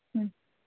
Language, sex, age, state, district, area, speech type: Tamil, female, 30-45, Tamil Nadu, Thoothukudi, urban, conversation